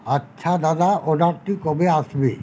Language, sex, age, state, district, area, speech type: Bengali, male, 45-60, West Bengal, Uttar Dinajpur, rural, spontaneous